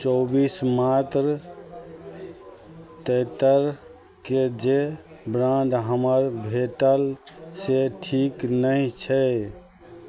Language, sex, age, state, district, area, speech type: Maithili, male, 45-60, Bihar, Madhubani, rural, read